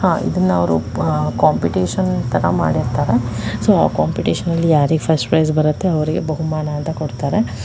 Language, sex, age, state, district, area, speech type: Kannada, female, 45-60, Karnataka, Tumkur, urban, spontaneous